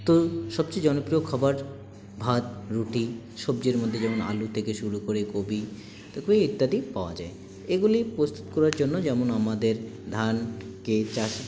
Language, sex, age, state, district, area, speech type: Bengali, male, 18-30, West Bengal, Jalpaiguri, rural, spontaneous